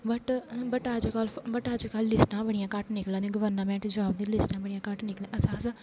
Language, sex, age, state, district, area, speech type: Dogri, female, 18-30, Jammu and Kashmir, Kathua, rural, spontaneous